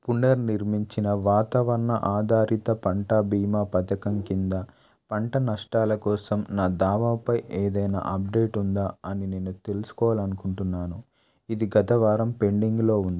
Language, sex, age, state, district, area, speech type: Telugu, male, 30-45, Telangana, Adilabad, rural, read